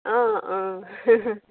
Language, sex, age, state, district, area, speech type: Assamese, female, 30-45, Assam, Sivasagar, rural, conversation